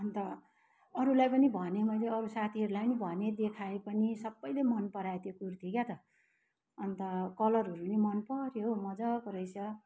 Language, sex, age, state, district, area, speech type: Nepali, male, 60+, West Bengal, Kalimpong, rural, spontaneous